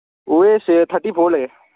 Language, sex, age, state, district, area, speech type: Manipuri, male, 18-30, Manipur, Kangpokpi, urban, conversation